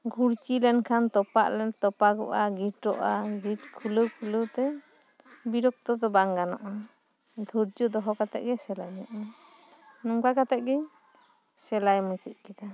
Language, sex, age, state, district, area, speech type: Santali, female, 30-45, West Bengal, Bankura, rural, spontaneous